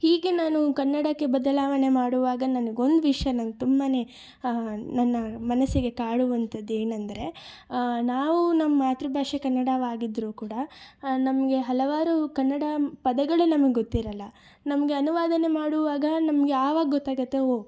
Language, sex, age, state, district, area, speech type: Kannada, female, 18-30, Karnataka, Chikkaballapur, urban, spontaneous